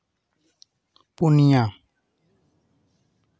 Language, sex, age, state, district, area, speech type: Santali, male, 18-30, West Bengal, Purba Bardhaman, rural, read